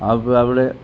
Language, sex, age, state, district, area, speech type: Malayalam, male, 60+, Kerala, Pathanamthitta, rural, spontaneous